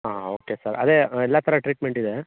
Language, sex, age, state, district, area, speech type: Kannada, male, 18-30, Karnataka, Chikkaballapur, rural, conversation